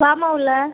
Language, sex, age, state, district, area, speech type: Tamil, female, 18-30, Tamil Nadu, Ariyalur, rural, conversation